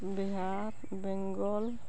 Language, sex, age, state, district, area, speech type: Santali, female, 45-60, West Bengal, Purba Bardhaman, rural, spontaneous